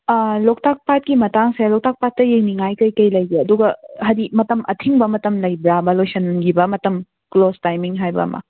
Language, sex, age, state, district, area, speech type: Manipuri, female, 30-45, Manipur, Imphal West, urban, conversation